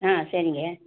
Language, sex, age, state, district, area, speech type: Tamil, female, 45-60, Tamil Nadu, Madurai, urban, conversation